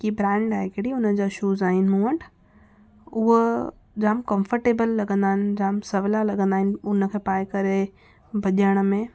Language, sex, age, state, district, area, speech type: Sindhi, female, 18-30, Gujarat, Kutch, rural, spontaneous